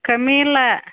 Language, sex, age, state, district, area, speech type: Kannada, female, 45-60, Karnataka, Gadag, rural, conversation